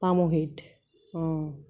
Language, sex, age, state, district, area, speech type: Assamese, female, 30-45, Assam, Kamrup Metropolitan, urban, spontaneous